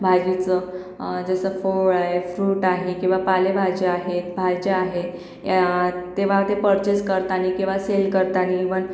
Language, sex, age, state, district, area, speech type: Marathi, female, 45-60, Maharashtra, Akola, urban, spontaneous